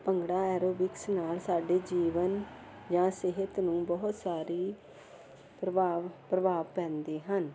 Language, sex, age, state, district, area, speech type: Punjabi, female, 45-60, Punjab, Jalandhar, urban, spontaneous